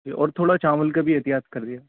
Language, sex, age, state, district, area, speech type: Urdu, male, 18-30, Delhi, Central Delhi, urban, conversation